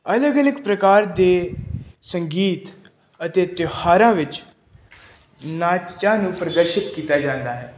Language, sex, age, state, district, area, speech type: Punjabi, male, 18-30, Punjab, Pathankot, urban, spontaneous